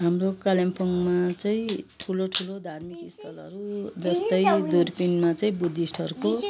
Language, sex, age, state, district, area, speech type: Nepali, female, 60+, West Bengal, Kalimpong, rural, spontaneous